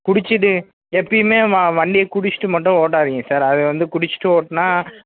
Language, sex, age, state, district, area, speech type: Tamil, male, 18-30, Tamil Nadu, Madurai, urban, conversation